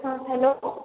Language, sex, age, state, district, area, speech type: Hindi, female, 18-30, Bihar, Begusarai, urban, conversation